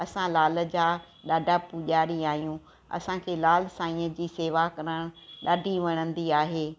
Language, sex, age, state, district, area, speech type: Sindhi, female, 60+, Gujarat, Kutch, rural, spontaneous